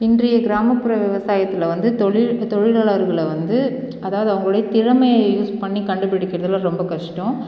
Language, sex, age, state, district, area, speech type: Tamil, female, 30-45, Tamil Nadu, Cuddalore, rural, spontaneous